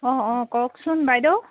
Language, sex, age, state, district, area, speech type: Assamese, female, 30-45, Assam, Dhemaji, rural, conversation